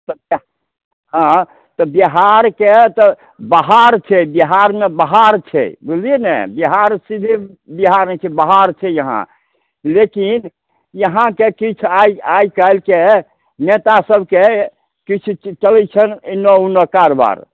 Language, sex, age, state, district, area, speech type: Maithili, male, 60+, Bihar, Samastipur, urban, conversation